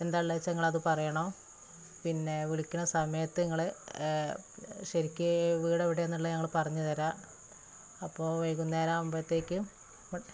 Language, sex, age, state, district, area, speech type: Malayalam, female, 30-45, Kerala, Malappuram, rural, spontaneous